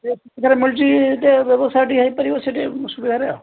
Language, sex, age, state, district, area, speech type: Odia, male, 45-60, Odisha, Gajapati, rural, conversation